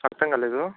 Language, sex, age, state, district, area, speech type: Telugu, male, 18-30, Andhra Pradesh, Chittoor, rural, conversation